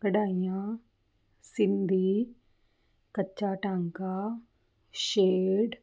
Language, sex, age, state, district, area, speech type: Punjabi, female, 30-45, Punjab, Fazilka, rural, spontaneous